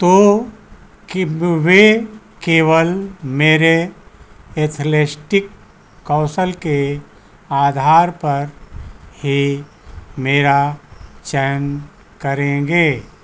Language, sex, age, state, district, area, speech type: Hindi, male, 60+, Uttar Pradesh, Azamgarh, rural, read